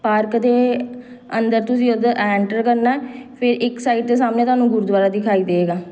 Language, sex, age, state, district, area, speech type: Punjabi, female, 30-45, Punjab, Amritsar, urban, spontaneous